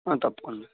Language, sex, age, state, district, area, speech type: Telugu, male, 30-45, Andhra Pradesh, Vizianagaram, rural, conversation